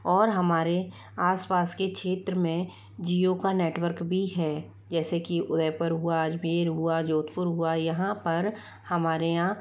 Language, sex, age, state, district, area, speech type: Hindi, female, 45-60, Rajasthan, Jaipur, urban, spontaneous